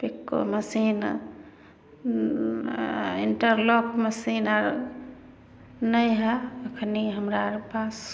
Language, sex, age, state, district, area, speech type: Maithili, female, 30-45, Bihar, Samastipur, urban, spontaneous